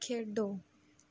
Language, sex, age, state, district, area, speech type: Punjabi, female, 18-30, Punjab, Mansa, urban, read